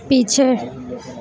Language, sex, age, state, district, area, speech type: Hindi, female, 18-30, Madhya Pradesh, Harda, urban, read